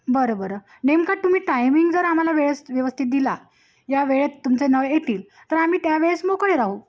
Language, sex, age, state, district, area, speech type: Marathi, female, 30-45, Maharashtra, Amravati, rural, spontaneous